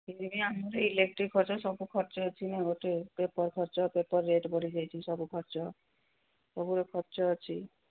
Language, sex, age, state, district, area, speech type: Odia, female, 60+, Odisha, Gajapati, rural, conversation